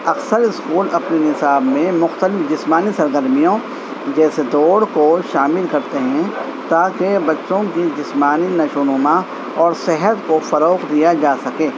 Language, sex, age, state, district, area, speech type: Urdu, male, 45-60, Delhi, East Delhi, urban, spontaneous